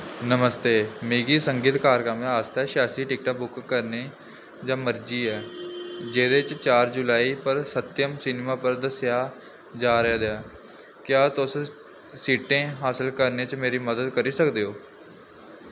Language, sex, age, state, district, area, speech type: Dogri, male, 18-30, Jammu and Kashmir, Jammu, rural, read